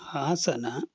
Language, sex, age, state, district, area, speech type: Kannada, male, 30-45, Karnataka, Shimoga, rural, spontaneous